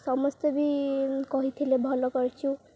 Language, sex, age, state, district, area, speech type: Odia, female, 18-30, Odisha, Kendrapara, urban, spontaneous